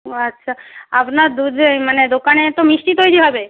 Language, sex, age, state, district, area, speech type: Bengali, female, 45-60, West Bengal, Jalpaiguri, rural, conversation